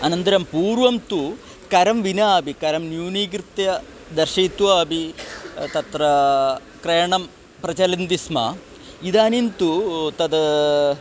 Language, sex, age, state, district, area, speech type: Sanskrit, male, 45-60, Kerala, Kollam, rural, spontaneous